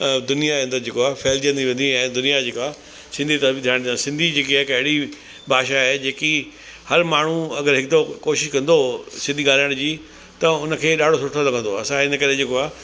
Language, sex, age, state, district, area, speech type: Sindhi, male, 60+, Delhi, South Delhi, urban, spontaneous